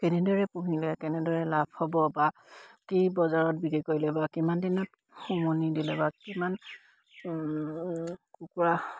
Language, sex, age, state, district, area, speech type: Assamese, female, 45-60, Assam, Dibrugarh, rural, spontaneous